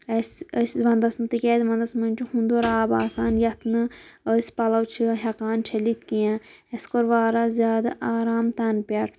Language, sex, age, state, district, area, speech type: Kashmiri, female, 18-30, Jammu and Kashmir, Kulgam, rural, spontaneous